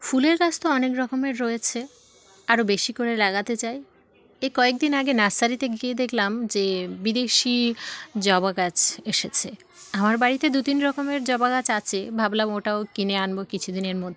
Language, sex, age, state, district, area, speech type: Bengali, female, 18-30, West Bengal, South 24 Parganas, rural, spontaneous